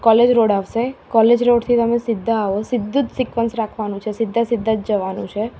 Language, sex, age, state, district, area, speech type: Gujarati, female, 30-45, Gujarat, Kheda, rural, spontaneous